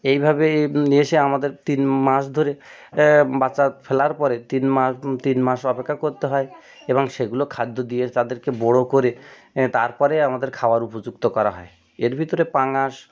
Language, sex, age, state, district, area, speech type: Bengali, male, 18-30, West Bengal, Birbhum, urban, spontaneous